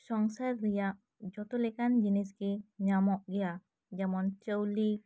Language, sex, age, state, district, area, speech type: Santali, female, 30-45, West Bengal, Birbhum, rural, spontaneous